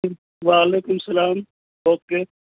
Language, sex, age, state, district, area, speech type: Urdu, male, 60+, Bihar, Gaya, urban, conversation